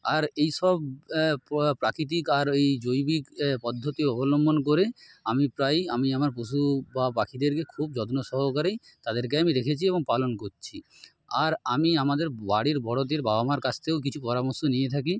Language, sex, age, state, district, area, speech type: Bengali, male, 30-45, West Bengal, Nadia, urban, spontaneous